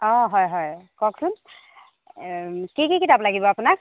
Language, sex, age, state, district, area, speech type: Assamese, female, 45-60, Assam, Jorhat, urban, conversation